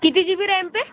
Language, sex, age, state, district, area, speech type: Marathi, male, 30-45, Maharashtra, Buldhana, rural, conversation